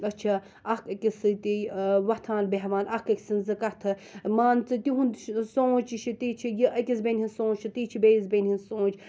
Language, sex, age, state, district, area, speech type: Kashmiri, female, 30-45, Jammu and Kashmir, Srinagar, rural, spontaneous